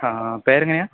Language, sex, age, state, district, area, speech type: Malayalam, male, 18-30, Kerala, Idukki, rural, conversation